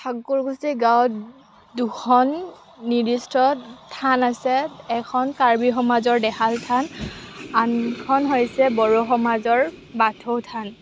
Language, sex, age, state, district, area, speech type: Assamese, female, 18-30, Assam, Kamrup Metropolitan, rural, spontaneous